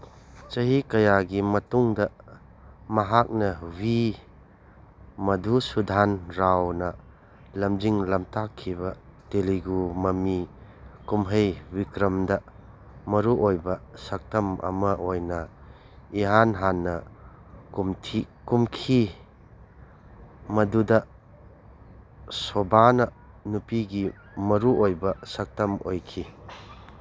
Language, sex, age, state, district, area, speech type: Manipuri, male, 60+, Manipur, Churachandpur, rural, read